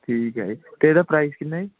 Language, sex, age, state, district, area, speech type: Punjabi, male, 18-30, Punjab, Mohali, rural, conversation